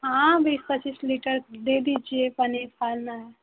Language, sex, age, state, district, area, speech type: Hindi, female, 18-30, Uttar Pradesh, Mau, rural, conversation